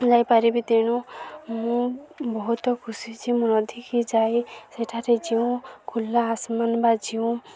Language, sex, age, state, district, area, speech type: Odia, female, 18-30, Odisha, Balangir, urban, spontaneous